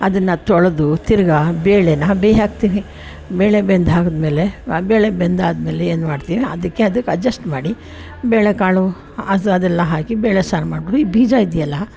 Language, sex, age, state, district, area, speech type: Kannada, female, 60+, Karnataka, Mysore, rural, spontaneous